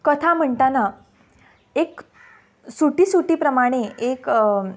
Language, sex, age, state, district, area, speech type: Goan Konkani, female, 18-30, Goa, Quepem, rural, spontaneous